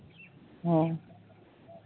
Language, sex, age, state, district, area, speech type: Santali, female, 45-60, West Bengal, Birbhum, rural, conversation